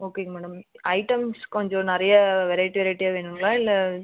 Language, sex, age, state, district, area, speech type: Tamil, female, 18-30, Tamil Nadu, Dharmapuri, rural, conversation